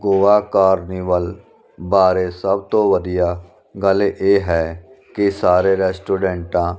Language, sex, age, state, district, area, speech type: Punjabi, male, 45-60, Punjab, Firozpur, rural, read